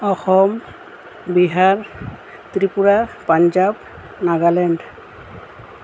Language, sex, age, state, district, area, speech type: Assamese, female, 45-60, Assam, Tinsukia, rural, spontaneous